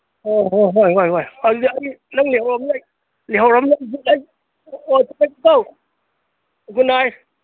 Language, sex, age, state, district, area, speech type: Manipuri, male, 60+, Manipur, Imphal East, rural, conversation